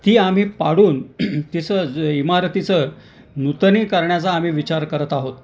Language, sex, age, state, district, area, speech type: Marathi, male, 60+, Maharashtra, Nashik, urban, spontaneous